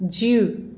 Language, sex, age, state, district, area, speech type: Sindhi, female, 45-60, Maharashtra, Akola, urban, read